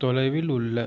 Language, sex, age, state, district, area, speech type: Tamil, male, 18-30, Tamil Nadu, Viluppuram, urban, read